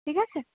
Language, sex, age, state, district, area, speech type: Bengali, female, 60+, West Bengal, Purulia, rural, conversation